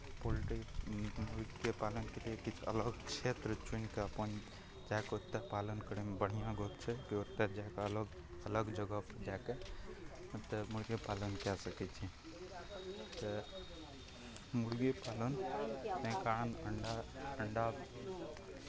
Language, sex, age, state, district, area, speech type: Maithili, male, 18-30, Bihar, Araria, rural, spontaneous